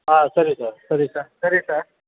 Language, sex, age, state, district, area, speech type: Kannada, male, 60+, Karnataka, Chamarajanagar, rural, conversation